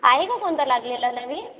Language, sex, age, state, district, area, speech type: Marathi, female, 30-45, Maharashtra, Buldhana, urban, conversation